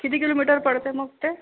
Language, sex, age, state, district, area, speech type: Marathi, female, 30-45, Maharashtra, Amravati, urban, conversation